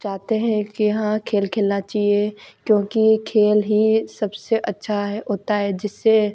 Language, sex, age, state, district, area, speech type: Hindi, female, 18-30, Madhya Pradesh, Ujjain, rural, spontaneous